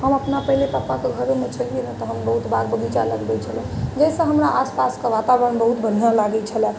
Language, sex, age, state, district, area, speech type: Maithili, female, 30-45, Bihar, Muzaffarpur, urban, spontaneous